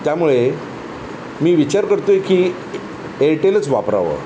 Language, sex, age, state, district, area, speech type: Marathi, male, 45-60, Maharashtra, Thane, rural, spontaneous